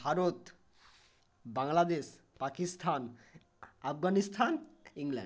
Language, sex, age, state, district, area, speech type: Bengali, male, 18-30, West Bengal, Bankura, urban, spontaneous